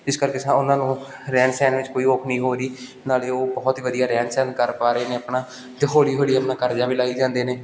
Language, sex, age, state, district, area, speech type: Punjabi, male, 18-30, Punjab, Gurdaspur, urban, spontaneous